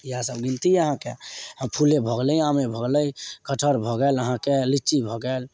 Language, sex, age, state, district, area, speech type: Maithili, male, 18-30, Bihar, Samastipur, rural, spontaneous